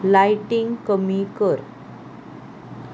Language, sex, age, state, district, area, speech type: Goan Konkani, female, 18-30, Goa, Salcete, urban, read